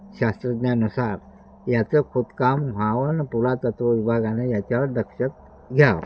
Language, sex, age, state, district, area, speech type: Marathi, male, 60+, Maharashtra, Wardha, rural, spontaneous